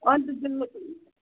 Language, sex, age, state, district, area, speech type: Nepali, female, 60+, West Bengal, Kalimpong, rural, conversation